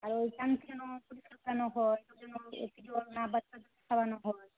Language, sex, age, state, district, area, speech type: Bengali, female, 60+, West Bengal, Jhargram, rural, conversation